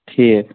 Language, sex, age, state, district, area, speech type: Kashmiri, male, 30-45, Jammu and Kashmir, Shopian, rural, conversation